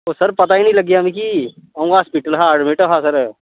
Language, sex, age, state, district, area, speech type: Dogri, male, 30-45, Jammu and Kashmir, Udhampur, rural, conversation